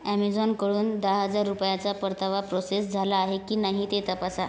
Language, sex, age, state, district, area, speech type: Marathi, female, 18-30, Maharashtra, Yavatmal, rural, read